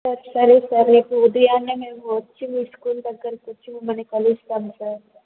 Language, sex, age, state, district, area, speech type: Telugu, female, 18-30, Andhra Pradesh, Chittoor, rural, conversation